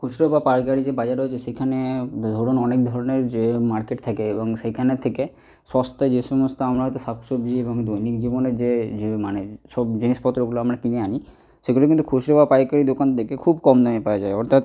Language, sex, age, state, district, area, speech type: Bengali, male, 30-45, West Bengal, Purba Bardhaman, rural, spontaneous